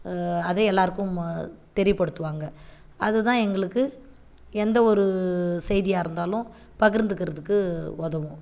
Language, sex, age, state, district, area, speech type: Tamil, female, 45-60, Tamil Nadu, Viluppuram, rural, spontaneous